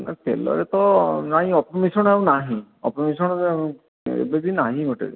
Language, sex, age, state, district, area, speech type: Odia, male, 60+, Odisha, Khordha, rural, conversation